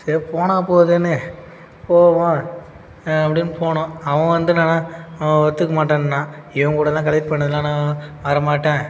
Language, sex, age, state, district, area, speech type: Tamil, male, 30-45, Tamil Nadu, Cuddalore, rural, spontaneous